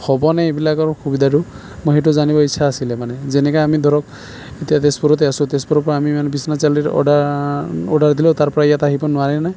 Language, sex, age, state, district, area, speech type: Assamese, male, 18-30, Assam, Sonitpur, rural, spontaneous